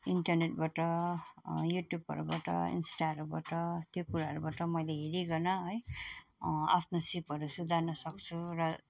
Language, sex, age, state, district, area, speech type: Nepali, female, 45-60, West Bengal, Jalpaiguri, rural, spontaneous